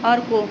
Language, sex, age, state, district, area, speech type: Nepali, female, 30-45, West Bengal, Darjeeling, rural, read